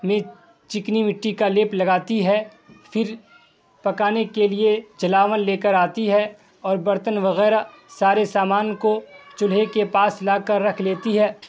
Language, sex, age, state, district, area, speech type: Urdu, male, 18-30, Bihar, Purnia, rural, spontaneous